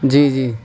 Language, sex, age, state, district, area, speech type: Urdu, male, 18-30, Uttar Pradesh, Ghaziabad, urban, spontaneous